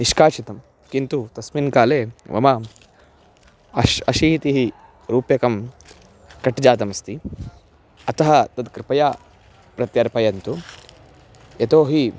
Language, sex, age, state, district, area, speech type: Sanskrit, male, 18-30, Karnataka, Chitradurga, urban, spontaneous